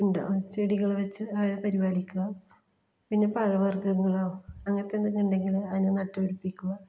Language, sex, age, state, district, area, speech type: Malayalam, female, 30-45, Kerala, Kasaragod, rural, spontaneous